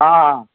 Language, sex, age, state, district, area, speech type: Odia, male, 60+, Odisha, Gajapati, rural, conversation